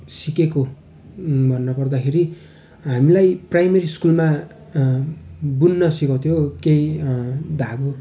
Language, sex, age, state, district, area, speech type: Nepali, male, 18-30, West Bengal, Darjeeling, rural, spontaneous